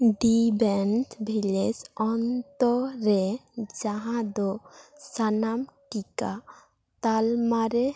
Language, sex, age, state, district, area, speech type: Santali, female, 18-30, West Bengal, Purba Bardhaman, rural, read